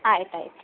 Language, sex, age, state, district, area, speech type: Kannada, female, 18-30, Karnataka, Udupi, rural, conversation